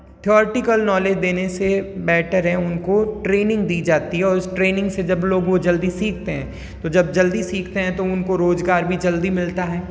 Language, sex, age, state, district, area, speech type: Hindi, female, 18-30, Rajasthan, Jodhpur, urban, spontaneous